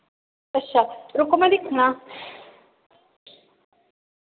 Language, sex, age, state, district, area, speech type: Dogri, female, 18-30, Jammu and Kashmir, Samba, rural, conversation